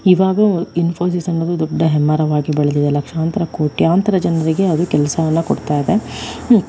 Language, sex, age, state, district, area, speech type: Kannada, female, 45-60, Karnataka, Tumkur, urban, spontaneous